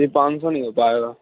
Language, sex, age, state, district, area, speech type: Urdu, male, 60+, Delhi, Central Delhi, rural, conversation